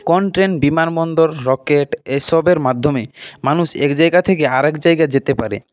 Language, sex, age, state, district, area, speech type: Bengali, male, 30-45, West Bengal, Purulia, urban, spontaneous